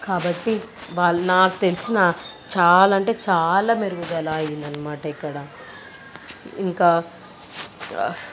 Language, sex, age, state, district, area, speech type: Telugu, female, 18-30, Telangana, Medchal, urban, spontaneous